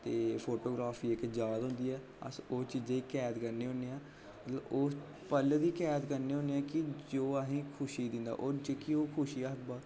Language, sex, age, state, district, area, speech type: Dogri, male, 18-30, Jammu and Kashmir, Jammu, urban, spontaneous